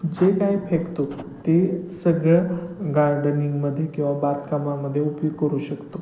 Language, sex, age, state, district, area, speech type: Marathi, male, 30-45, Maharashtra, Satara, urban, spontaneous